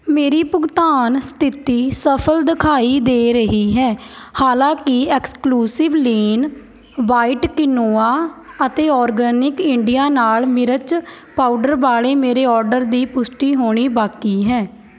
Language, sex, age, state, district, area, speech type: Punjabi, female, 18-30, Punjab, Shaheed Bhagat Singh Nagar, urban, read